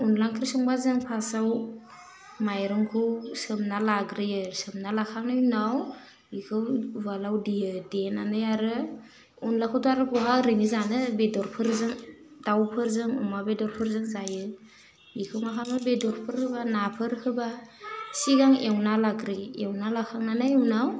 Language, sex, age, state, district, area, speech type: Bodo, female, 30-45, Assam, Udalguri, rural, spontaneous